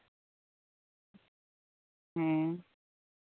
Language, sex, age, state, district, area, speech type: Santali, female, 18-30, West Bengal, Uttar Dinajpur, rural, conversation